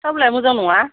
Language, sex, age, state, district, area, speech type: Bodo, female, 45-60, Assam, Udalguri, urban, conversation